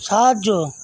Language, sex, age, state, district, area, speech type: Bengali, male, 60+, West Bengal, Paschim Medinipur, rural, read